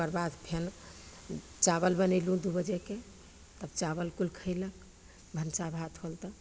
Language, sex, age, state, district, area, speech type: Maithili, female, 45-60, Bihar, Begusarai, rural, spontaneous